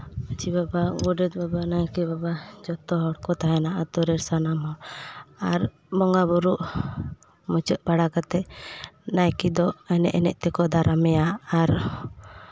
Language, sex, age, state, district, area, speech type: Santali, female, 18-30, West Bengal, Paschim Bardhaman, rural, spontaneous